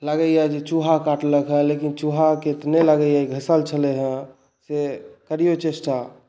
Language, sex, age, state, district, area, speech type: Maithili, male, 18-30, Bihar, Saharsa, urban, spontaneous